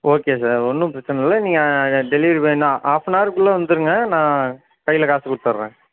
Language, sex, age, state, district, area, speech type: Tamil, male, 30-45, Tamil Nadu, Ariyalur, rural, conversation